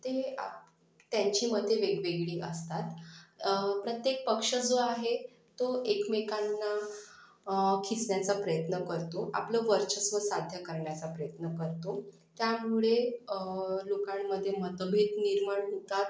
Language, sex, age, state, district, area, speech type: Marathi, other, 30-45, Maharashtra, Akola, urban, spontaneous